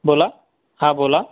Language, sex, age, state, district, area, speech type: Marathi, male, 18-30, Maharashtra, Buldhana, rural, conversation